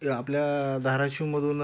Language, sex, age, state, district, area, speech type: Marathi, male, 45-60, Maharashtra, Osmanabad, rural, spontaneous